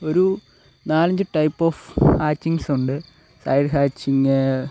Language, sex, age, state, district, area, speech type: Malayalam, male, 18-30, Kerala, Kottayam, rural, spontaneous